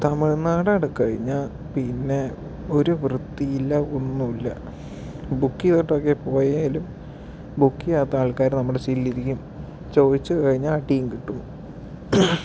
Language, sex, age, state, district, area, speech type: Malayalam, male, 30-45, Kerala, Palakkad, rural, spontaneous